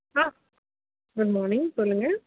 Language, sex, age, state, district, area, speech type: Tamil, female, 30-45, Tamil Nadu, Chennai, urban, conversation